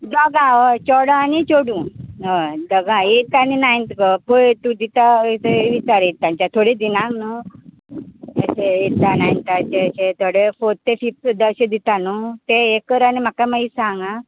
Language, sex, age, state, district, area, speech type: Goan Konkani, female, 30-45, Goa, Tiswadi, rural, conversation